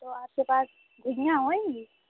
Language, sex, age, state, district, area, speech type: Urdu, female, 18-30, Uttar Pradesh, Shahjahanpur, urban, conversation